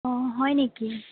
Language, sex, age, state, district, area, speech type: Assamese, female, 18-30, Assam, Sonitpur, rural, conversation